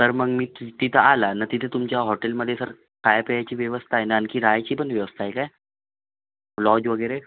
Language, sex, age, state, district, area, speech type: Marathi, other, 45-60, Maharashtra, Nagpur, rural, conversation